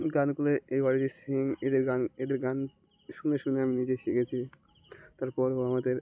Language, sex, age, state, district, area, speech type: Bengali, male, 18-30, West Bengal, Uttar Dinajpur, urban, spontaneous